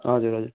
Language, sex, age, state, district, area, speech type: Nepali, male, 30-45, West Bengal, Jalpaiguri, rural, conversation